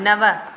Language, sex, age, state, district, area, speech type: Sindhi, female, 30-45, Madhya Pradesh, Katni, urban, read